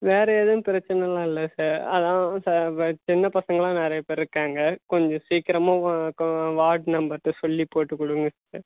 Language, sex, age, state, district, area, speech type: Tamil, male, 18-30, Tamil Nadu, Kallakurichi, rural, conversation